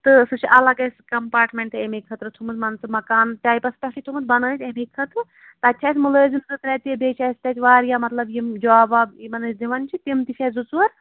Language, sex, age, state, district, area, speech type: Kashmiri, female, 18-30, Jammu and Kashmir, Shopian, urban, conversation